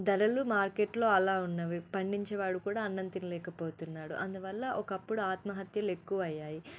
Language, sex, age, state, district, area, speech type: Telugu, female, 18-30, Telangana, Medak, rural, spontaneous